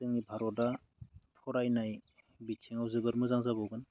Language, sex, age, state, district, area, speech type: Bodo, male, 30-45, Assam, Baksa, rural, spontaneous